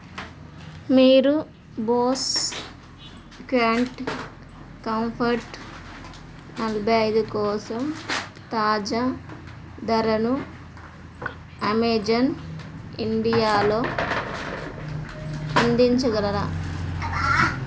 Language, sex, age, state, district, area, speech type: Telugu, female, 30-45, Telangana, Jagtial, rural, read